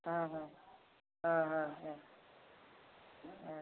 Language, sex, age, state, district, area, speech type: Hindi, male, 45-60, Uttar Pradesh, Ayodhya, rural, conversation